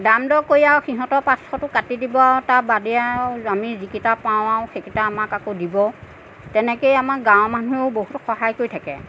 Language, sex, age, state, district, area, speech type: Assamese, female, 45-60, Assam, Nagaon, rural, spontaneous